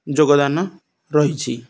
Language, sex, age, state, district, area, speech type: Odia, male, 30-45, Odisha, Ganjam, urban, spontaneous